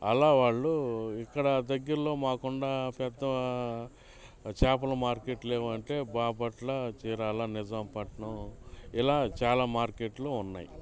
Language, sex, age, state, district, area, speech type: Telugu, male, 30-45, Andhra Pradesh, Bapatla, urban, spontaneous